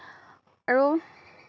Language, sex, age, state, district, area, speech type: Assamese, female, 30-45, Assam, Nagaon, rural, spontaneous